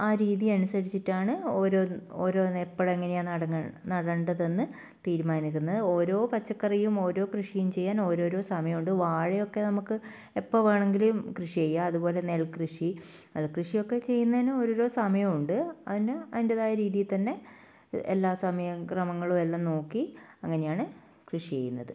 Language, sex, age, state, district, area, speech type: Malayalam, female, 30-45, Kerala, Kannur, rural, spontaneous